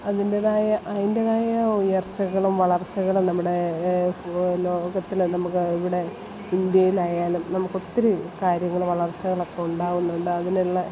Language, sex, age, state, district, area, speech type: Malayalam, female, 30-45, Kerala, Kollam, rural, spontaneous